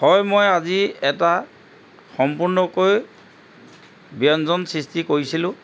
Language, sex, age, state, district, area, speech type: Assamese, male, 60+, Assam, Charaideo, urban, spontaneous